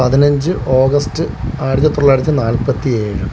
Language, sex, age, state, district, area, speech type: Malayalam, male, 30-45, Kerala, Alappuzha, rural, spontaneous